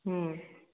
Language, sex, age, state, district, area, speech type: Odia, female, 45-60, Odisha, Sambalpur, rural, conversation